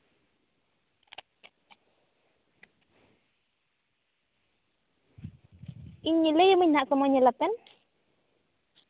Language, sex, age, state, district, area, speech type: Santali, female, 18-30, Jharkhand, Seraikela Kharsawan, rural, conversation